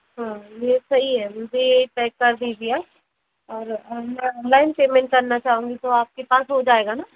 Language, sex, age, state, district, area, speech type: Hindi, female, 18-30, Madhya Pradesh, Indore, urban, conversation